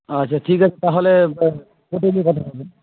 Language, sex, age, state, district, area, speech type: Bengali, male, 18-30, West Bengal, Nadia, rural, conversation